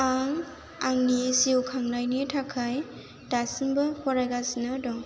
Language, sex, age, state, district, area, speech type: Bodo, female, 18-30, Assam, Chirang, rural, spontaneous